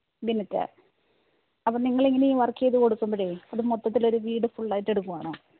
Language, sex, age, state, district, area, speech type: Malayalam, female, 45-60, Kerala, Idukki, rural, conversation